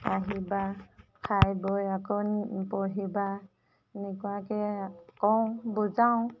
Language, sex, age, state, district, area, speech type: Assamese, female, 30-45, Assam, Golaghat, urban, spontaneous